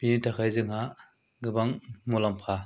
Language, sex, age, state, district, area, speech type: Bodo, male, 30-45, Assam, Chirang, rural, spontaneous